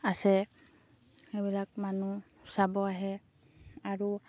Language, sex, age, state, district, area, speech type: Assamese, female, 18-30, Assam, Sivasagar, rural, spontaneous